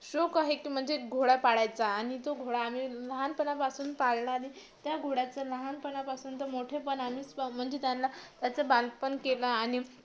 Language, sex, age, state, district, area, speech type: Marathi, female, 18-30, Maharashtra, Amravati, urban, spontaneous